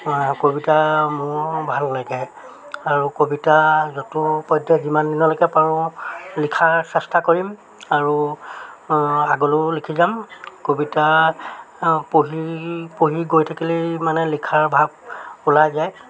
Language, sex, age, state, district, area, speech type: Assamese, male, 45-60, Assam, Jorhat, urban, spontaneous